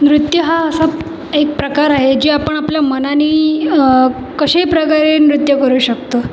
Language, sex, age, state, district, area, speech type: Marathi, female, 30-45, Maharashtra, Nagpur, urban, spontaneous